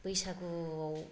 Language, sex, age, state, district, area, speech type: Bodo, female, 45-60, Assam, Kokrajhar, rural, spontaneous